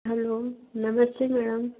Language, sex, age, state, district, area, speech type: Hindi, female, 60+, Madhya Pradesh, Bhopal, urban, conversation